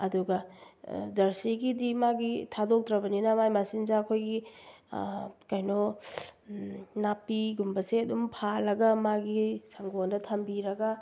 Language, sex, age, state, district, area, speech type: Manipuri, female, 30-45, Manipur, Bishnupur, rural, spontaneous